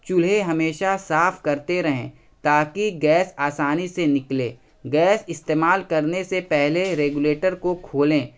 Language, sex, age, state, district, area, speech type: Urdu, male, 30-45, Bihar, Araria, rural, spontaneous